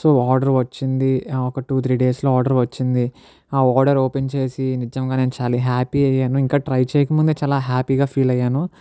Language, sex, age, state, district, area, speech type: Telugu, male, 60+, Andhra Pradesh, Kakinada, urban, spontaneous